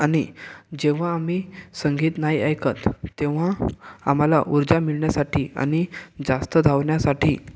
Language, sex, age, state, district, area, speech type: Marathi, male, 18-30, Maharashtra, Gondia, rural, spontaneous